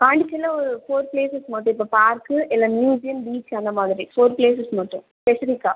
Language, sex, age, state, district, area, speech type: Tamil, female, 30-45, Tamil Nadu, Viluppuram, rural, conversation